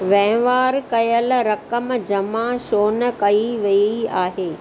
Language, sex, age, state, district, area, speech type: Sindhi, female, 45-60, Maharashtra, Thane, urban, read